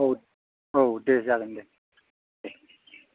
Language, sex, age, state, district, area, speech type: Bodo, male, 60+, Assam, Chirang, rural, conversation